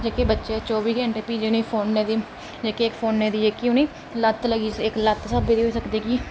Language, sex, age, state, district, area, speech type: Dogri, male, 30-45, Jammu and Kashmir, Reasi, rural, spontaneous